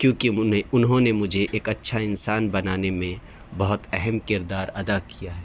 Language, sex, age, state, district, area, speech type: Urdu, male, 18-30, Delhi, South Delhi, urban, spontaneous